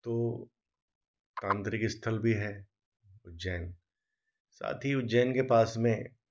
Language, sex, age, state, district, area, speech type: Hindi, male, 45-60, Madhya Pradesh, Ujjain, urban, spontaneous